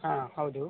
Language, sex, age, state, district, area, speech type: Kannada, male, 18-30, Karnataka, Chamarajanagar, rural, conversation